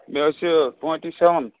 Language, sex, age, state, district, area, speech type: Kashmiri, male, 30-45, Jammu and Kashmir, Srinagar, urban, conversation